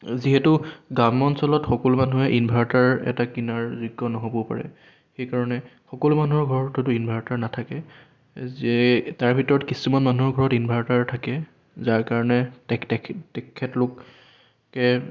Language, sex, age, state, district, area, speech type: Assamese, male, 18-30, Assam, Sonitpur, rural, spontaneous